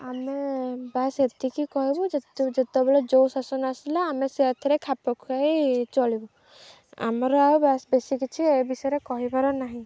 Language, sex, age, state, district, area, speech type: Odia, female, 18-30, Odisha, Jagatsinghpur, urban, spontaneous